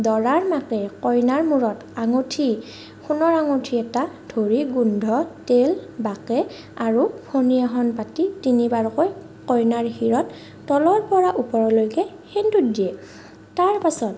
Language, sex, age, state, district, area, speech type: Assamese, female, 30-45, Assam, Morigaon, rural, spontaneous